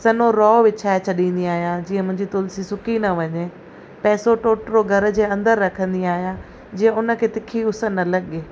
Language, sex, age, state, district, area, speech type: Sindhi, female, 30-45, Gujarat, Kutch, urban, spontaneous